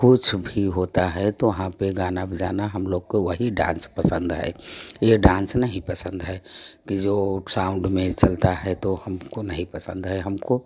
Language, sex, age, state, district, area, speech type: Hindi, female, 60+, Uttar Pradesh, Prayagraj, rural, spontaneous